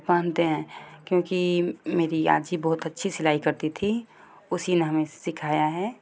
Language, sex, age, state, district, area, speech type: Hindi, female, 18-30, Uttar Pradesh, Ghazipur, rural, spontaneous